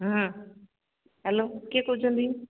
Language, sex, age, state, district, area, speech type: Odia, female, 45-60, Odisha, Sambalpur, rural, conversation